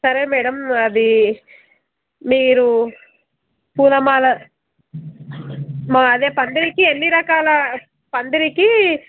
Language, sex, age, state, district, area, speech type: Telugu, female, 30-45, Telangana, Narayanpet, urban, conversation